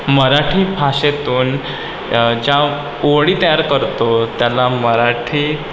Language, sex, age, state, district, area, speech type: Marathi, female, 18-30, Maharashtra, Nagpur, urban, spontaneous